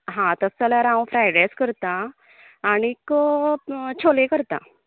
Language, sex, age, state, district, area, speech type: Goan Konkani, female, 30-45, Goa, Canacona, rural, conversation